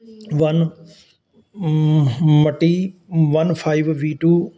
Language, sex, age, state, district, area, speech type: Punjabi, male, 60+, Punjab, Ludhiana, urban, spontaneous